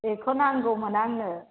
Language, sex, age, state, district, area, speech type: Bodo, female, 45-60, Assam, Chirang, rural, conversation